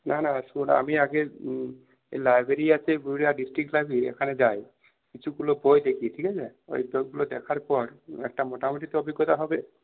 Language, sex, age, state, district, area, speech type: Bengali, male, 45-60, West Bengal, Purulia, rural, conversation